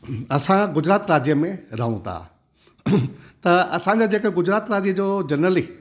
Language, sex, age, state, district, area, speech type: Sindhi, male, 60+, Gujarat, Junagadh, rural, spontaneous